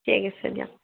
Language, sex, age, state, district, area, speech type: Assamese, female, 45-60, Assam, Barpeta, urban, conversation